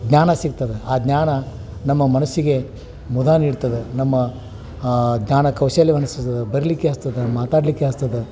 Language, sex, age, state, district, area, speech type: Kannada, male, 45-60, Karnataka, Dharwad, urban, spontaneous